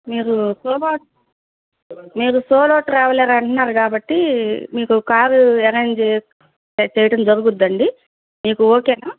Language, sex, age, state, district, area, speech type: Telugu, female, 45-60, Andhra Pradesh, Guntur, urban, conversation